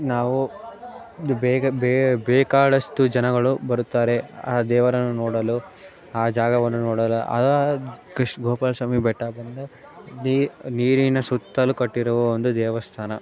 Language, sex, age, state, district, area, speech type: Kannada, male, 18-30, Karnataka, Mandya, rural, spontaneous